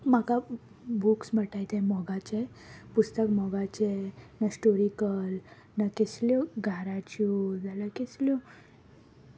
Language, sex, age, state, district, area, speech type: Goan Konkani, female, 18-30, Goa, Salcete, rural, spontaneous